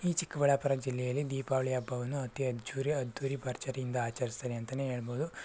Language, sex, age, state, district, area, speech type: Kannada, male, 18-30, Karnataka, Chikkaballapur, rural, spontaneous